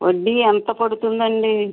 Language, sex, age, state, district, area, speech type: Telugu, female, 60+, Andhra Pradesh, West Godavari, rural, conversation